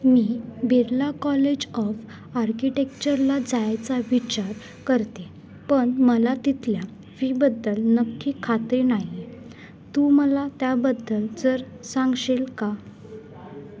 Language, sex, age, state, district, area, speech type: Marathi, female, 18-30, Maharashtra, Sindhudurg, rural, read